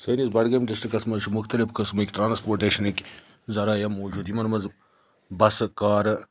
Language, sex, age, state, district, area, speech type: Kashmiri, male, 18-30, Jammu and Kashmir, Budgam, rural, spontaneous